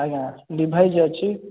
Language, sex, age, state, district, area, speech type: Odia, male, 18-30, Odisha, Jajpur, rural, conversation